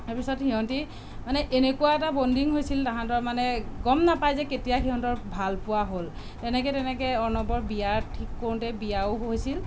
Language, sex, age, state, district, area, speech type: Assamese, female, 30-45, Assam, Sonitpur, rural, spontaneous